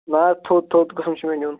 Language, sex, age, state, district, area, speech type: Kashmiri, male, 30-45, Jammu and Kashmir, Kulgam, rural, conversation